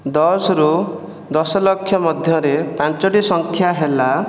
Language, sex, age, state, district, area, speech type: Odia, male, 18-30, Odisha, Jajpur, rural, spontaneous